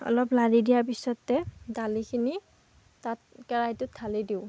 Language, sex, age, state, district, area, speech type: Assamese, female, 18-30, Assam, Darrang, rural, spontaneous